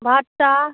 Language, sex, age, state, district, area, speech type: Maithili, female, 30-45, Bihar, Saharsa, rural, conversation